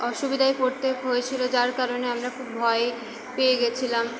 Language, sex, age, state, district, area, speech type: Bengali, female, 18-30, West Bengal, Purba Bardhaman, urban, spontaneous